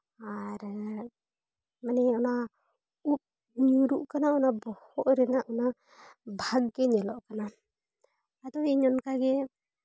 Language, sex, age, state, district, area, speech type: Santali, female, 30-45, Jharkhand, Seraikela Kharsawan, rural, spontaneous